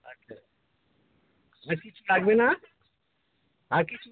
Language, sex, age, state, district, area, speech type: Bengali, male, 60+, West Bengal, North 24 Parganas, urban, conversation